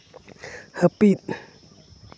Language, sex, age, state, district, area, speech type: Santali, male, 30-45, Jharkhand, Pakur, rural, read